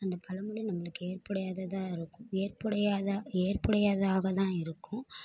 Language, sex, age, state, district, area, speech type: Tamil, female, 18-30, Tamil Nadu, Mayiladuthurai, urban, spontaneous